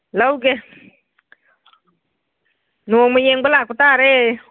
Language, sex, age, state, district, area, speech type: Manipuri, female, 60+, Manipur, Churachandpur, urban, conversation